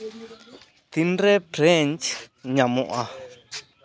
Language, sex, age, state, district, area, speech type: Santali, male, 18-30, West Bengal, Malda, rural, read